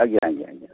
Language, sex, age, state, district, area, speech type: Odia, male, 60+, Odisha, Boudh, rural, conversation